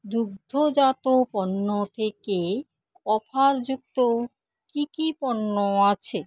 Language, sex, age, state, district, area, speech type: Bengali, female, 30-45, West Bengal, Alipurduar, rural, read